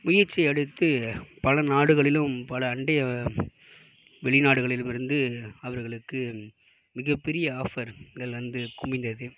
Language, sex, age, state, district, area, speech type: Tamil, male, 18-30, Tamil Nadu, Mayiladuthurai, urban, spontaneous